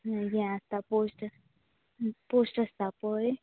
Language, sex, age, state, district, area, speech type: Goan Konkani, female, 18-30, Goa, Quepem, rural, conversation